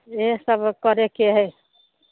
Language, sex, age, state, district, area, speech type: Maithili, female, 30-45, Bihar, Samastipur, urban, conversation